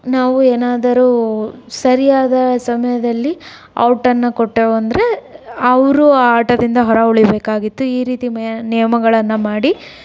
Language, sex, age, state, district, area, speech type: Kannada, female, 30-45, Karnataka, Davanagere, urban, spontaneous